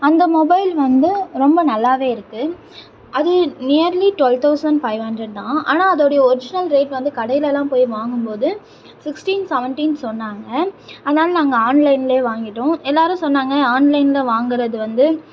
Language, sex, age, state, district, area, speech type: Tamil, female, 18-30, Tamil Nadu, Tiruvannamalai, urban, spontaneous